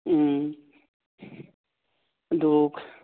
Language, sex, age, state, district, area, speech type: Manipuri, male, 60+, Manipur, Churachandpur, urban, conversation